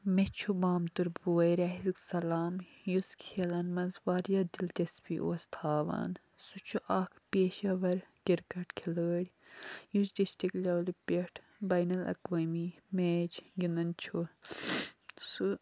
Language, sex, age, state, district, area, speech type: Kashmiri, female, 18-30, Jammu and Kashmir, Kulgam, rural, spontaneous